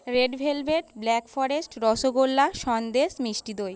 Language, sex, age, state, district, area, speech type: Bengali, female, 18-30, West Bengal, North 24 Parganas, urban, spontaneous